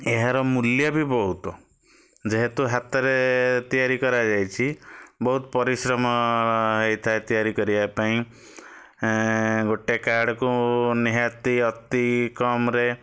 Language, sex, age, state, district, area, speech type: Odia, male, 30-45, Odisha, Kalahandi, rural, spontaneous